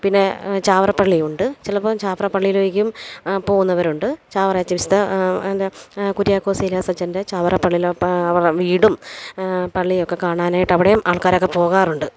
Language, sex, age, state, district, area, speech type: Malayalam, female, 30-45, Kerala, Alappuzha, rural, spontaneous